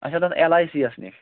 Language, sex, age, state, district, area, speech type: Kashmiri, male, 30-45, Jammu and Kashmir, Pulwama, rural, conversation